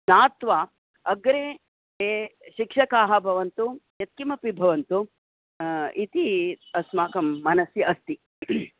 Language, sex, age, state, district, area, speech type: Sanskrit, female, 60+, Karnataka, Bangalore Urban, urban, conversation